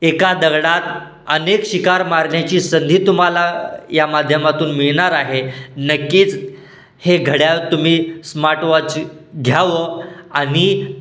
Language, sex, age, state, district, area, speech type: Marathi, male, 18-30, Maharashtra, Satara, urban, spontaneous